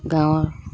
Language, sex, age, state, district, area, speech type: Assamese, female, 30-45, Assam, Dibrugarh, rural, spontaneous